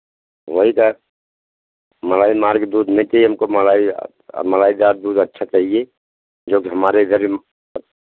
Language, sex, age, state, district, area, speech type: Hindi, male, 60+, Uttar Pradesh, Pratapgarh, rural, conversation